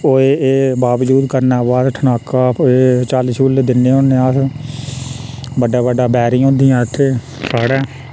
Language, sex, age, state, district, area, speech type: Dogri, male, 30-45, Jammu and Kashmir, Reasi, rural, spontaneous